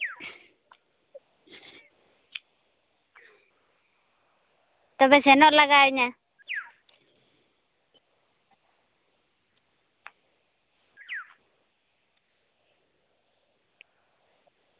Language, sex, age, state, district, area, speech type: Santali, female, 18-30, West Bengal, Purulia, rural, conversation